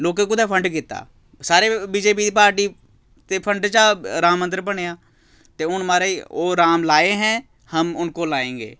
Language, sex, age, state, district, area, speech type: Dogri, male, 30-45, Jammu and Kashmir, Samba, rural, spontaneous